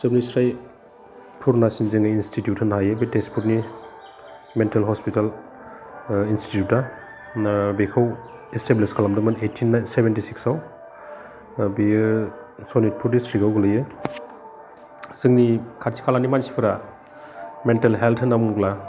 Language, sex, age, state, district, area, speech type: Bodo, male, 30-45, Assam, Udalguri, urban, spontaneous